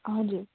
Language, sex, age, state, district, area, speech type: Nepali, female, 30-45, West Bengal, Darjeeling, rural, conversation